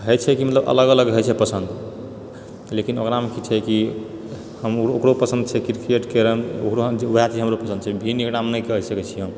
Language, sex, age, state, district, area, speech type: Maithili, male, 30-45, Bihar, Purnia, rural, spontaneous